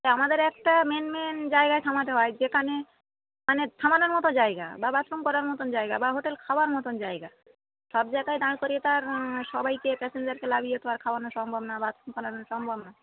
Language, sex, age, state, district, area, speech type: Bengali, female, 30-45, West Bengal, Darjeeling, urban, conversation